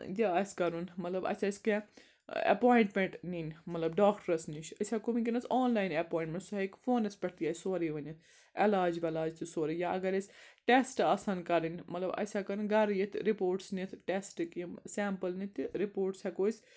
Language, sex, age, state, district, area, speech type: Kashmiri, female, 60+, Jammu and Kashmir, Srinagar, urban, spontaneous